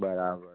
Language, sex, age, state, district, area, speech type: Gujarati, male, 18-30, Gujarat, Anand, rural, conversation